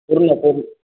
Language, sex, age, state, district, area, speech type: Marathi, male, 18-30, Maharashtra, Ratnagiri, rural, conversation